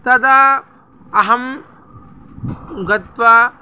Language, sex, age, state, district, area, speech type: Sanskrit, male, 18-30, Tamil Nadu, Chennai, rural, spontaneous